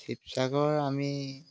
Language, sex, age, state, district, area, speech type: Assamese, male, 30-45, Assam, Jorhat, urban, spontaneous